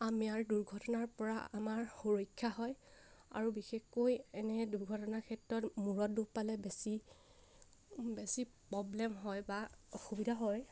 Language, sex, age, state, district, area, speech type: Assamese, female, 18-30, Assam, Sivasagar, rural, spontaneous